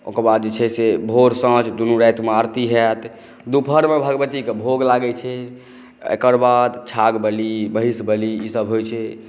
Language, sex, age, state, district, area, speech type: Maithili, male, 30-45, Bihar, Saharsa, urban, spontaneous